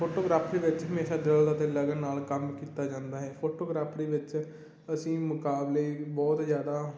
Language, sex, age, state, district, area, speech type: Punjabi, male, 18-30, Punjab, Muktsar, rural, spontaneous